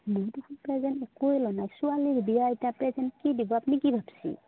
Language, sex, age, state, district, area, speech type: Assamese, female, 30-45, Assam, Udalguri, rural, conversation